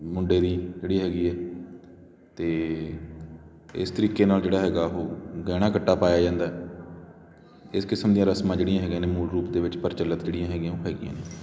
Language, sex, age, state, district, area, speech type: Punjabi, male, 30-45, Punjab, Patiala, rural, spontaneous